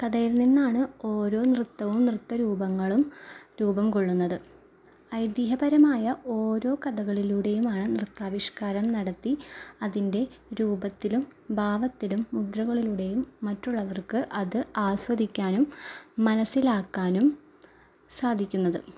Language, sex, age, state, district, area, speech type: Malayalam, female, 18-30, Kerala, Ernakulam, rural, spontaneous